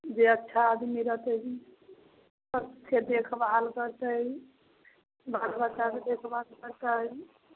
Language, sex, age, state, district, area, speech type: Maithili, female, 30-45, Bihar, Samastipur, rural, conversation